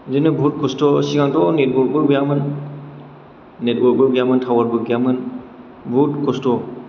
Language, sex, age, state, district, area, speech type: Bodo, male, 18-30, Assam, Chirang, urban, spontaneous